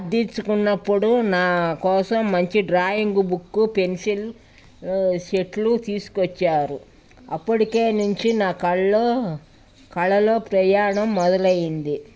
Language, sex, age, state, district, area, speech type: Telugu, female, 60+, Telangana, Ranga Reddy, rural, spontaneous